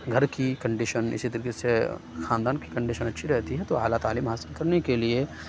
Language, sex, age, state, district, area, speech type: Urdu, male, 30-45, Uttar Pradesh, Aligarh, rural, spontaneous